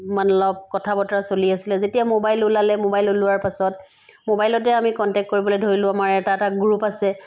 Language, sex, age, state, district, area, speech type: Assamese, female, 45-60, Assam, Sivasagar, rural, spontaneous